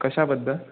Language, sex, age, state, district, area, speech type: Marathi, male, 18-30, Maharashtra, Amravati, rural, conversation